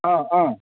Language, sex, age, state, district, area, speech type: Manipuri, male, 18-30, Manipur, Senapati, rural, conversation